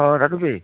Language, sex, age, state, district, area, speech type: Assamese, male, 30-45, Assam, Biswanath, rural, conversation